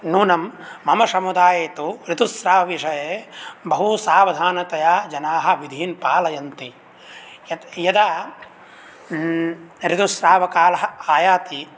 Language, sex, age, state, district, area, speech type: Sanskrit, male, 18-30, Bihar, Begusarai, rural, spontaneous